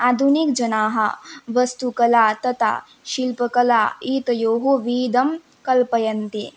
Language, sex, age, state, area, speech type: Sanskrit, female, 18-30, Assam, rural, spontaneous